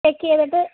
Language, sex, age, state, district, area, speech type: Malayalam, female, 18-30, Kerala, Idukki, rural, conversation